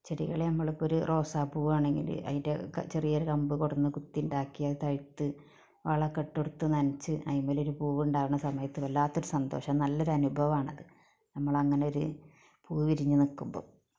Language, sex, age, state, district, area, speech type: Malayalam, female, 45-60, Kerala, Malappuram, rural, spontaneous